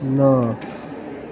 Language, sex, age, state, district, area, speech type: Sanskrit, male, 18-30, Maharashtra, Osmanabad, rural, read